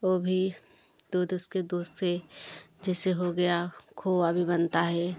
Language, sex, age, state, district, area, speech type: Hindi, female, 30-45, Uttar Pradesh, Jaunpur, rural, spontaneous